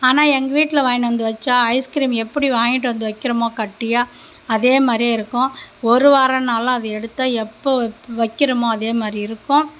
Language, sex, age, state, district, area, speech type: Tamil, female, 30-45, Tamil Nadu, Mayiladuthurai, rural, spontaneous